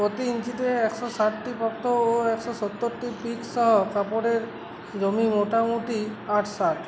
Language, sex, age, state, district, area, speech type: Bengali, male, 18-30, West Bengal, Uttar Dinajpur, rural, read